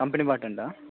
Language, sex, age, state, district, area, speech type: Telugu, male, 18-30, Telangana, Jangaon, urban, conversation